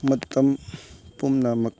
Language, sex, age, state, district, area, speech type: Manipuri, male, 18-30, Manipur, Chandel, rural, spontaneous